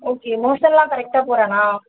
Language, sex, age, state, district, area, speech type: Tamil, female, 30-45, Tamil Nadu, Chennai, urban, conversation